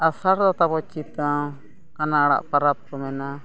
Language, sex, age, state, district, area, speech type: Santali, female, 60+, Odisha, Mayurbhanj, rural, spontaneous